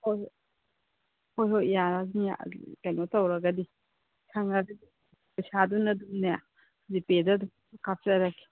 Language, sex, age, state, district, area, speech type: Manipuri, female, 45-60, Manipur, Kangpokpi, urban, conversation